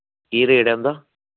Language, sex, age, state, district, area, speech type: Dogri, male, 45-60, Jammu and Kashmir, Samba, rural, conversation